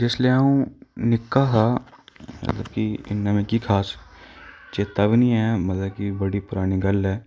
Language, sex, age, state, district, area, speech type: Dogri, male, 30-45, Jammu and Kashmir, Udhampur, urban, spontaneous